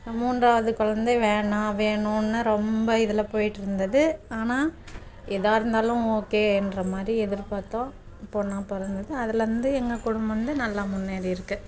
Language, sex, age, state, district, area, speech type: Tamil, female, 30-45, Tamil Nadu, Dharmapuri, rural, spontaneous